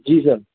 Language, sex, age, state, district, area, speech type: Urdu, male, 30-45, Delhi, Central Delhi, urban, conversation